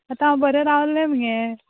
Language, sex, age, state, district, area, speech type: Goan Konkani, female, 18-30, Goa, Ponda, rural, conversation